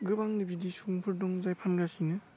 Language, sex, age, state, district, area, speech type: Bodo, male, 18-30, Assam, Udalguri, urban, spontaneous